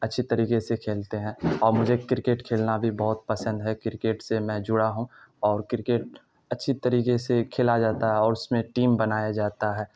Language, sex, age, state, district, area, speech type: Urdu, male, 30-45, Bihar, Supaul, urban, spontaneous